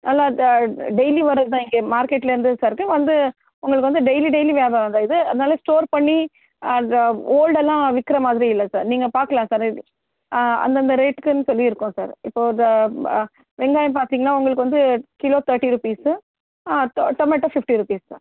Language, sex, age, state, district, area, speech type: Tamil, female, 45-60, Tamil Nadu, Chennai, urban, conversation